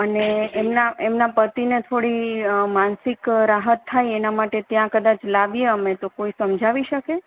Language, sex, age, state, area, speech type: Gujarati, female, 30-45, Gujarat, urban, conversation